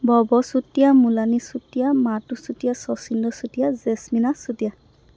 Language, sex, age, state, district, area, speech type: Assamese, female, 45-60, Assam, Dhemaji, rural, spontaneous